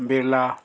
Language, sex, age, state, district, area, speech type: Goan Konkani, male, 45-60, Goa, Murmgao, rural, spontaneous